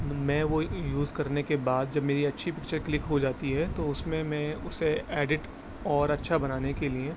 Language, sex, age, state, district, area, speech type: Urdu, male, 18-30, Uttar Pradesh, Aligarh, urban, spontaneous